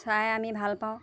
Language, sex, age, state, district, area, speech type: Assamese, female, 18-30, Assam, Lakhimpur, urban, spontaneous